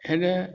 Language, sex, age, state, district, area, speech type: Sindhi, male, 60+, Rajasthan, Ajmer, urban, spontaneous